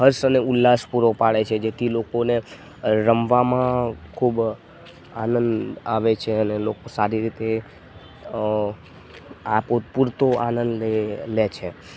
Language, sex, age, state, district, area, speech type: Gujarati, male, 18-30, Gujarat, Narmada, rural, spontaneous